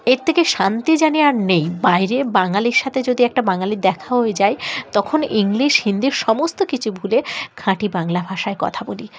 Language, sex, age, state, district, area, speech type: Bengali, female, 18-30, West Bengal, Dakshin Dinajpur, urban, spontaneous